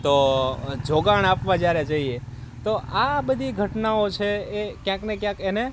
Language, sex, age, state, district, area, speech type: Gujarati, male, 30-45, Gujarat, Rajkot, rural, spontaneous